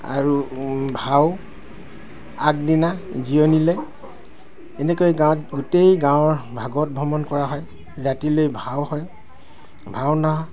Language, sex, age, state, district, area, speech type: Assamese, male, 60+, Assam, Dibrugarh, rural, spontaneous